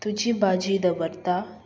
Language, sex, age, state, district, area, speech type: Goan Konkani, female, 18-30, Goa, Salcete, rural, read